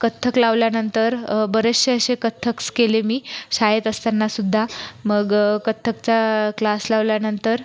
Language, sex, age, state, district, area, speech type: Marathi, female, 30-45, Maharashtra, Buldhana, rural, spontaneous